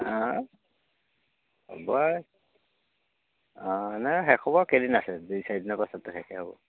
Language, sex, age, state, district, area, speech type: Assamese, male, 60+, Assam, Dibrugarh, rural, conversation